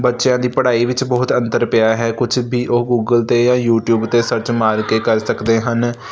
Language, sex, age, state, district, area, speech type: Punjabi, male, 18-30, Punjab, Hoshiarpur, urban, spontaneous